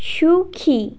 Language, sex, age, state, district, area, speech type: Bengali, female, 18-30, West Bengal, Bankura, urban, read